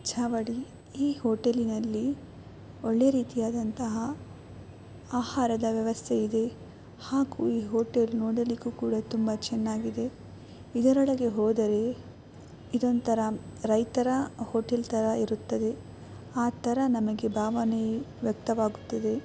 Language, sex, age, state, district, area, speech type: Kannada, female, 18-30, Karnataka, Shimoga, rural, spontaneous